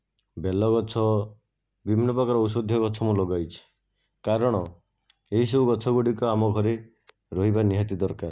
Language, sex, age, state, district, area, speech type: Odia, male, 45-60, Odisha, Jajpur, rural, spontaneous